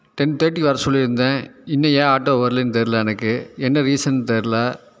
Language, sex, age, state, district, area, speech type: Tamil, male, 30-45, Tamil Nadu, Tiruppur, rural, spontaneous